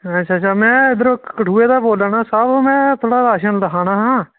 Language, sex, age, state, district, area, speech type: Dogri, male, 18-30, Jammu and Kashmir, Kathua, rural, conversation